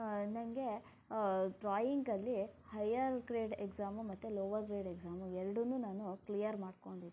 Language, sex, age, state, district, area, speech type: Kannada, female, 30-45, Karnataka, Shimoga, rural, spontaneous